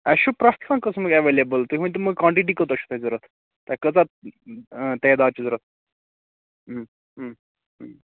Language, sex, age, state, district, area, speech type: Kashmiri, male, 30-45, Jammu and Kashmir, Baramulla, rural, conversation